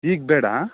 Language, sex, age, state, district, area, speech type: Kannada, male, 18-30, Karnataka, Chikkamagaluru, rural, conversation